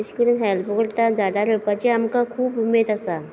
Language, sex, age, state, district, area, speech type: Goan Konkani, female, 45-60, Goa, Quepem, rural, spontaneous